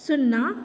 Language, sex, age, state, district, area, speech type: Maithili, female, 30-45, Bihar, Madhubani, rural, read